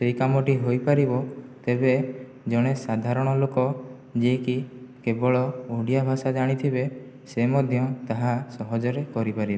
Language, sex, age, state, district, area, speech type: Odia, male, 18-30, Odisha, Jajpur, rural, spontaneous